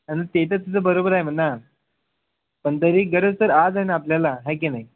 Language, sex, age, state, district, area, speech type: Marathi, male, 18-30, Maharashtra, Wardha, rural, conversation